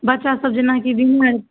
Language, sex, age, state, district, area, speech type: Maithili, female, 18-30, Bihar, Darbhanga, rural, conversation